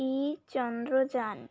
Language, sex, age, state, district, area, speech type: Bengali, female, 18-30, West Bengal, Alipurduar, rural, spontaneous